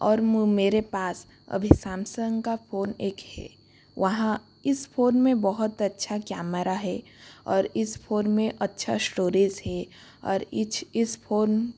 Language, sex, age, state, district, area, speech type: Hindi, female, 30-45, Rajasthan, Jodhpur, rural, spontaneous